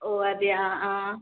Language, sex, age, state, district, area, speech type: Malayalam, female, 18-30, Kerala, Kasaragod, rural, conversation